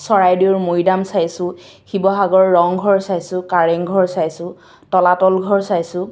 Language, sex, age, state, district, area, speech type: Assamese, female, 18-30, Assam, Kamrup Metropolitan, urban, spontaneous